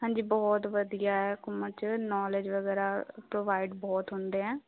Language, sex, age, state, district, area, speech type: Punjabi, female, 18-30, Punjab, Shaheed Bhagat Singh Nagar, rural, conversation